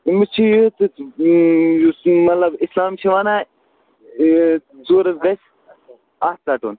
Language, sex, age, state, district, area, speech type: Kashmiri, male, 30-45, Jammu and Kashmir, Bandipora, rural, conversation